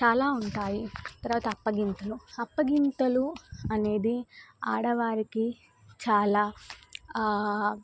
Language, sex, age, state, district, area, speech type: Telugu, female, 18-30, Telangana, Nizamabad, urban, spontaneous